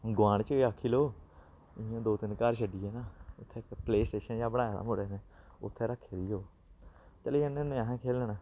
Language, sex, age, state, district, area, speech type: Dogri, male, 18-30, Jammu and Kashmir, Samba, urban, spontaneous